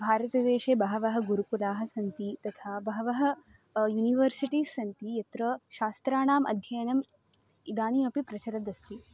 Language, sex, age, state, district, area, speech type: Sanskrit, female, 18-30, Karnataka, Dharwad, urban, spontaneous